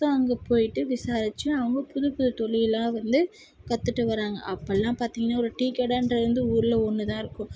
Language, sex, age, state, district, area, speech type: Tamil, female, 18-30, Tamil Nadu, Tirupattur, urban, spontaneous